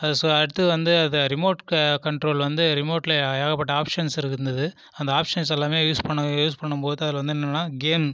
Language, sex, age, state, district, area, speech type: Tamil, male, 30-45, Tamil Nadu, Viluppuram, rural, spontaneous